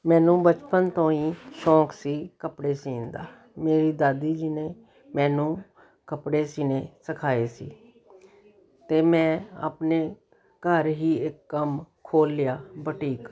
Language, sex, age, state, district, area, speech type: Punjabi, female, 60+, Punjab, Jalandhar, urban, spontaneous